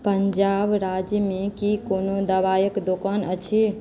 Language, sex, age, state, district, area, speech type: Maithili, female, 18-30, Bihar, Madhubani, rural, read